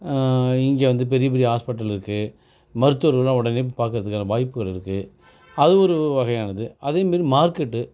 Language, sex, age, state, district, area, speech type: Tamil, male, 45-60, Tamil Nadu, Perambalur, rural, spontaneous